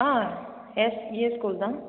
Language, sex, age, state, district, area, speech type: Tamil, female, 30-45, Tamil Nadu, Viluppuram, urban, conversation